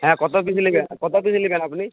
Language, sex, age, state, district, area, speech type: Bengali, male, 18-30, West Bengal, Uttar Dinajpur, urban, conversation